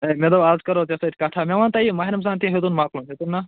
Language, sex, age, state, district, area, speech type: Kashmiri, male, 45-60, Jammu and Kashmir, Budgam, urban, conversation